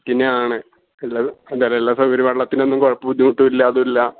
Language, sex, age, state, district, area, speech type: Malayalam, male, 45-60, Kerala, Malappuram, rural, conversation